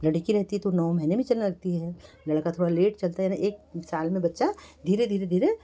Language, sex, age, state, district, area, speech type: Hindi, female, 60+, Madhya Pradesh, Betul, urban, spontaneous